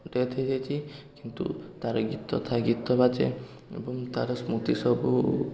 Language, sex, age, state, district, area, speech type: Odia, male, 18-30, Odisha, Puri, urban, spontaneous